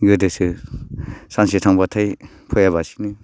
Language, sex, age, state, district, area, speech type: Bodo, male, 45-60, Assam, Baksa, rural, spontaneous